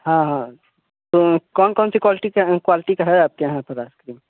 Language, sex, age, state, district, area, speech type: Hindi, male, 18-30, Uttar Pradesh, Mirzapur, rural, conversation